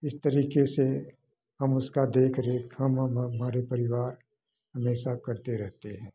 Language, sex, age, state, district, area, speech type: Hindi, male, 60+, Uttar Pradesh, Prayagraj, rural, spontaneous